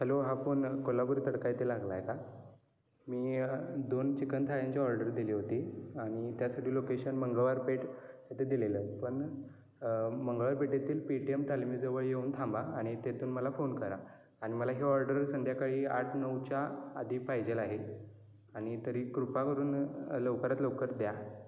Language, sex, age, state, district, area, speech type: Marathi, male, 18-30, Maharashtra, Kolhapur, rural, spontaneous